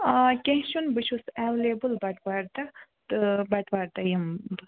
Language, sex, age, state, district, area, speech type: Kashmiri, female, 30-45, Jammu and Kashmir, Baramulla, rural, conversation